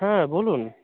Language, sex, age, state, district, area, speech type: Bengali, male, 18-30, West Bengal, Paschim Medinipur, rural, conversation